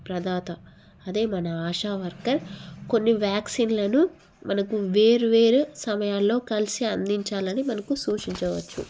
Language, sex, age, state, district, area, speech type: Telugu, female, 18-30, Telangana, Jagtial, rural, spontaneous